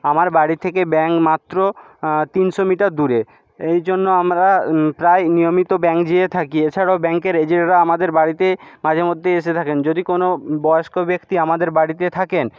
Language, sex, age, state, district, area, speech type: Bengali, male, 60+, West Bengal, Jhargram, rural, spontaneous